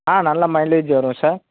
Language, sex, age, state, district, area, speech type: Tamil, male, 18-30, Tamil Nadu, Madurai, urban, conversation